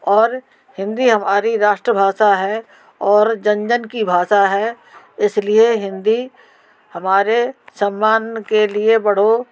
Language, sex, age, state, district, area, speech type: Hindi, female, 60+, Madhya Pradesh, Gwalior, rural, spontaneous